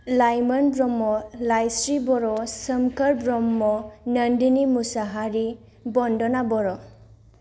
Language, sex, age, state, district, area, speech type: Bodo, female, 18-30, Assam, Kokrajhar, rural, spontaneous